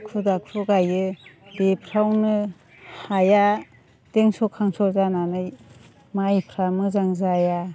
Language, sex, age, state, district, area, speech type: Bodo, female, 45-60, Assam, Chirang, rural, spontaneous